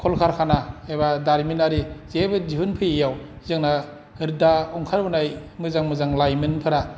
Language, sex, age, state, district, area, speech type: Bodo, male, 45-60, Assam, Kokrajhar, urban, spontaneous